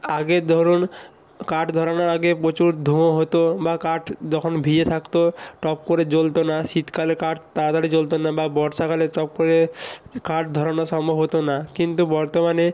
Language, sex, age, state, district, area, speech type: Bengali, male, 18-30, West Bengal, North 24 Parganas, rural, spontaneous